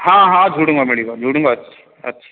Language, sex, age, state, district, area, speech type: Odia, male, 60+, Odisha, Khordha, rural, conversation